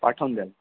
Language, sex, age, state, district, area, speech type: Marathi, male, 45-60, Maharashtra, Amravati, urban, conversation